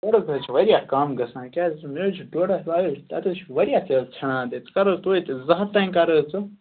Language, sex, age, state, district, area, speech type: Kashmiri, male, 18-30, Jammu and Kashmir, Ganderbal, rural, conversation